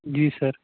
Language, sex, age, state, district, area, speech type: Kashmiri, male, 18-30, Jammu and Kashmir, Shopian, rural, conversation